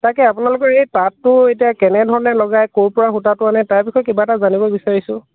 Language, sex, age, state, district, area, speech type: Assamese, male, 18-30, Assam, Dhemaji, rural, conversation